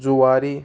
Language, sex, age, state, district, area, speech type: Goan Konkani, male, 18-30, Goa, Murmgao, urban, spontaneous